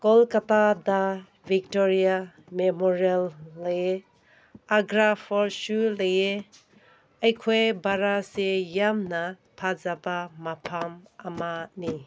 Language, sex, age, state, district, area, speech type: Manipuri, female, 30-45, Manipur, Senapati, rural, spontaneous